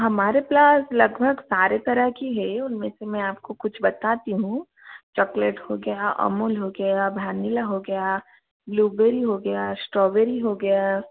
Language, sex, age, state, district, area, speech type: Hindi, female, 30-45, Rajasthan, Jodhpur, rural, conversation